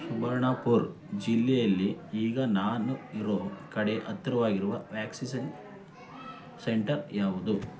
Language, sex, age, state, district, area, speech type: Kannada, male, 30-45, Karnataka, Mandya, rural, read